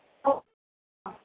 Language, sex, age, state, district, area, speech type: Tamil, female, 45-60, Tamil Nadu, Ranipet, urban, conversation